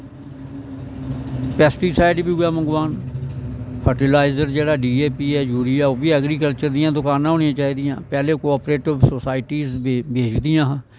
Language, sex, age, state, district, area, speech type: Dogri, male, 60+, Jammu and Kashmir, Samba, rural, spontaneous